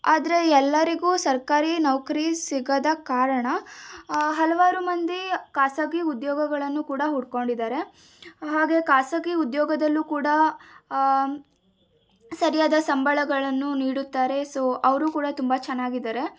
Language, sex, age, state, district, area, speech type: Kannada, female, 18-30, Karnataka, Shimoga, rural, spontaneous